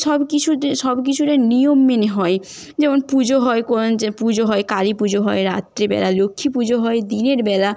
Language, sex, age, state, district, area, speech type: Bengali, female, 18-30, West Bengal, Paschim Medinipur, rural, spontaneous